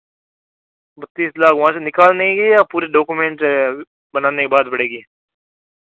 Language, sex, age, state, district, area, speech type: Hindi, male, 18-30, Rajasthan, Nagaur, urban, conversation